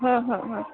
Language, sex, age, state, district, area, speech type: Odia, female, 45-60, Odisha, Sundergarh, rural, conversation